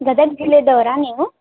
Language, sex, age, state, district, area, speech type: Kannada, female, 18-30, Karnataka, Gadag, rural, conversation